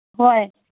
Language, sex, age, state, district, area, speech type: Manipuri, female, 60+, Manipur, Imphal East, rural, conversation